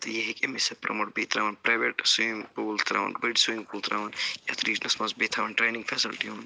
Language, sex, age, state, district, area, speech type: Kashmiri, male, 45-60, Jammu and Kashmir, Budgam, urban, spontaneous